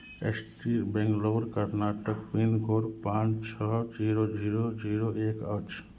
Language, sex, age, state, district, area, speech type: Maithili, male, 30-45, Bihar, Madhubani, rural, read